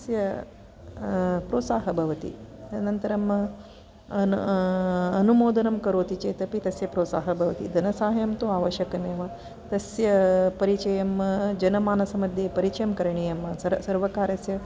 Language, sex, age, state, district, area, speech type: Sanskrit, female, 45-60, Karnataka, Dakshina Kannada, urban, spontaneous